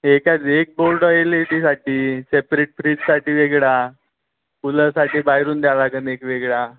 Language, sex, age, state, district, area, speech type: Marathi, male, 18-30, Maharashtra, Nagpur, rural, conversation